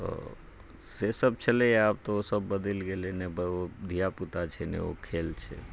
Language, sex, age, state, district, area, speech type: Maithili, male, 45-60, Bihar, Madhubani, rural, spontaneous